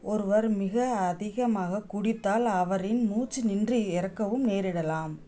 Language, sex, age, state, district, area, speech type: Tamil, female, 45-60, Tamil Nadu, Madurai, urban, read